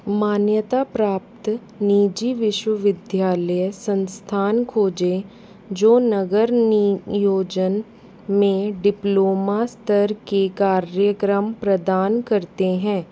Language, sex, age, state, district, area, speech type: Hindi, female, 45-60, Rajasthan, Jaipur, urban, read